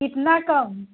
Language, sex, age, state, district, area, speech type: Hindi, female, 45-60, Uttar Pradesh, Mau, rural, conversation